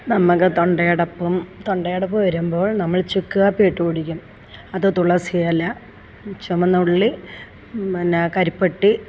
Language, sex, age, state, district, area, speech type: Malayalam, female, 60+, Kerala, Kollam, rural, spontaneous